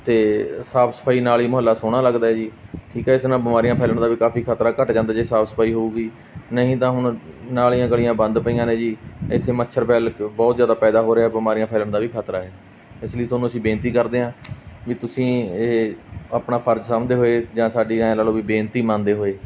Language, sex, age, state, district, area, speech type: Punjabi, male, 30-45, Punjab, Barnala, rural, spontaneous